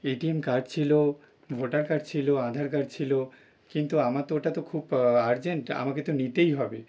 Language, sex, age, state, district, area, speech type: Bengali, male, 30-45, West Bengal, North 24 Parganas, urban, spontaneous